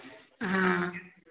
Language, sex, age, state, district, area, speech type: Hindi, female, 45-60, Bihar, Madhubani, rural, conversation